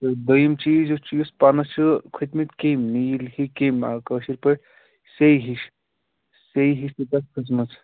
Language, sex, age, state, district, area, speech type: Kashmiri, male, 18-30, Jammu and Kashmir, Shopian, urban, conversation